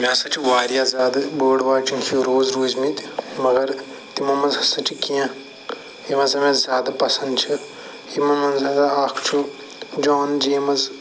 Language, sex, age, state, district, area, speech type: Kashmiri, male, 45-60, Jammu and Kashmir, Srinagar, urban, spontaneous